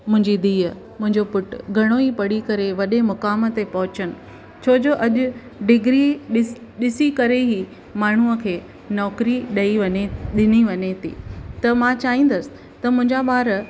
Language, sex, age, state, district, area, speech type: Sindhi, female, 45-60, Maharashtra, Thane, urban, spontaneous